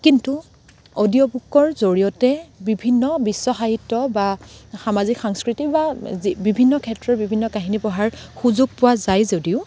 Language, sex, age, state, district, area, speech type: Assamese, female, 30-45, Assam, Dibrugarh, rural, spontaneous